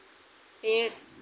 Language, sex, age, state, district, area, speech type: Hindi, female, 30-45, Madhya Pradesh, Chhindwara, urban, read